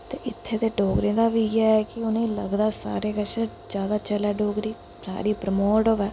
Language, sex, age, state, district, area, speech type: Dogri, female, 45-60, Jammu and Kashmir, Udhampur, rural, spontaneous